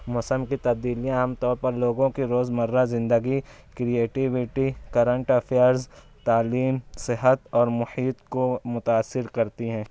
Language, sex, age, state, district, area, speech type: Urdu, male, 60+, Maharashtra, Nashik, urban, spontaneous